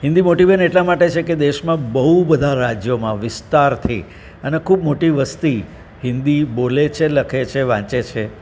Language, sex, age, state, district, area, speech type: Gujarati, male, 60+, Gujarat, Surat, urban, spontaneous